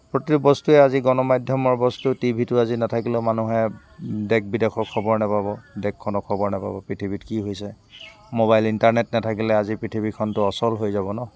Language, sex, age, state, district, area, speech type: Assamese, male, 45-60, Assam, Dibrugarh, rural, spontaneous